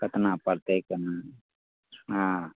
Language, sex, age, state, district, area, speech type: Maithili, male, 45-60, Bihar, Madhepura, rural, conversation